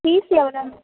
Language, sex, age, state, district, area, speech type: Tamil, female, 18-30, Tamil Nadu, Mayiladuthurai, urban, conversation